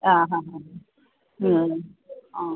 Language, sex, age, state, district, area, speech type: Malayalam, female, 30-45, Kerala, Idukki, rural, conversation